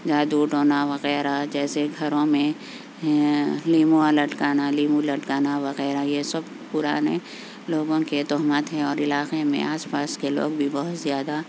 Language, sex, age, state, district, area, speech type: Urdu, female, 60+, Telangana, Hyderabad, urban, spontaneous